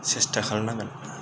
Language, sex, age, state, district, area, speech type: Bodo, male, 45-60, Assam, Kokrajhar, rural, spontaneous